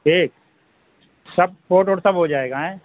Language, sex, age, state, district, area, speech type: Urdu, male, 45-60, Bihar, Saharsa, rural, conversation